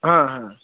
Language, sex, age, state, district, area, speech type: Bengali, male, 18-30, West Bengal, Howrah, urban, conversation